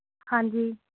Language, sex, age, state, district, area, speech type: Punjabi, female, 18-30, Punjab, Mohali, urban, conversation